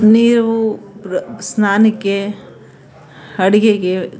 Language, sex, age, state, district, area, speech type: Kannada, female, 45-60, Karnataka, Mandya, urban, spontaneous